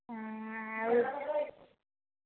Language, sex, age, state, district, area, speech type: Odia, female, 45-60, Odisha, Dhenkanal, rural, conversation